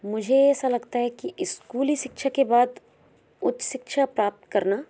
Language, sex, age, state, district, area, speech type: Hindi, female, 30-45, Madhya Pradesh, Balaghat, rural, spontaneous